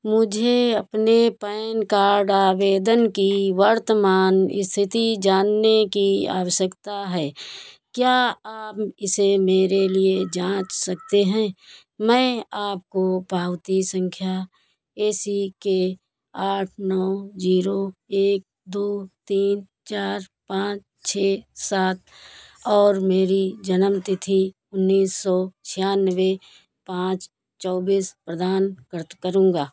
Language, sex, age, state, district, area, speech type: Hindi, female, 60+, Uttar Pradesh, Hardoi, rural, read